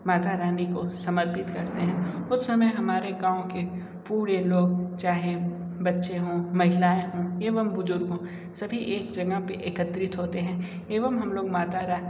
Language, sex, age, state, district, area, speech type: Hindi, male, 60+, Uttar Pradesh, Sonbhadra, rural, spontaneous